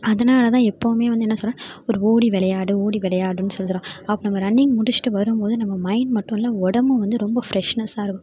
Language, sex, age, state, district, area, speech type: Tamil, female, 30-45, Tamil Nadu, Mayiladuthurai, rural, spontaneous